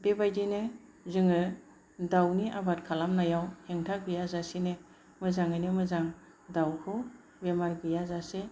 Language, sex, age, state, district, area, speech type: Bodo, female, 60+, Assam, Kokrajhar, rural, spontaneous